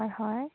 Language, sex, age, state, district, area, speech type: Assamese, female, 45-60, Assam, Dibrugarh, rural, conversation